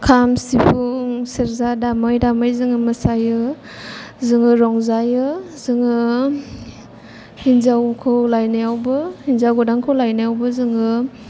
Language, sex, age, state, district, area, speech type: Bodo, female, 18-30, Assam, Chirang, rural, spontaneous